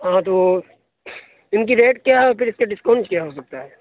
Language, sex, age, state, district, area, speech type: Urdu, male, 18-30, Uttar Pradesh, Saharanpur, urban, conversation